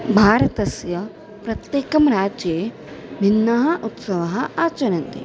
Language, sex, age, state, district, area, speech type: Sanskrit, female, 18-30, Maharashtra, Chandrapur, urban, spontaneous